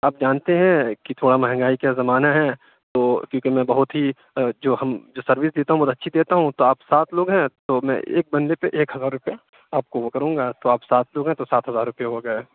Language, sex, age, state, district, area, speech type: Urdu, male, 45-60, Uttar Pradesh, Aligarh, urban, conversation